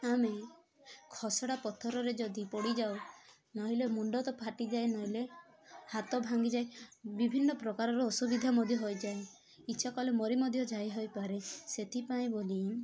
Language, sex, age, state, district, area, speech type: Odia, female, 18-30, Odisha, Rayagada, rural, spontaneous